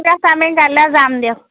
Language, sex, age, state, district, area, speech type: Assamese, female, 18-30, Assam, Majuli, urban, conversation